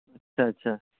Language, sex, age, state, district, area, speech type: Urdu, male, 30-45, Uttar Pradesh, Muzaffarnagar, urban, conversation